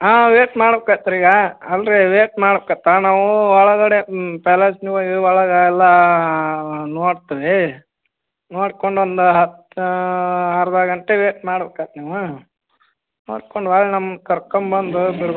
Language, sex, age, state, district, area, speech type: Kannada, male, 45-60, Karnataka, Gadag, rural, conversation